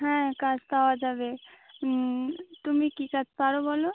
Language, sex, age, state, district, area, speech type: Bengali, female, 18-30, West Bengal, Birbhum, urban, conversation